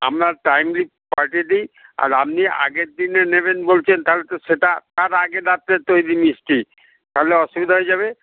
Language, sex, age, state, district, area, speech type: Bengali, male, 60+, West Bengal, Dakshin Dinajpur, rural, conversation